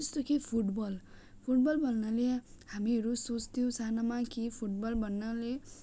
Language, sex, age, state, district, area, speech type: Nepali, female, 18-30, West Bengal, Darjeeling, rural, spontaneous